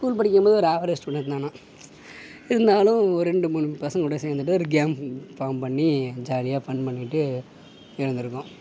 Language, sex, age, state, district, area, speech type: Tamil, male, 18-30, Tamil Nadu, Mayiladuthurai, urban, spontaneous